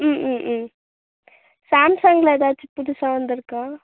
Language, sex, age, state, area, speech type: Tamil, female, 18-30, Tamil Nadu, urban, conversation